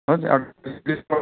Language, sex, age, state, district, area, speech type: Nepali, male, 60+, West Bengal, Kalimpong, rural, conversation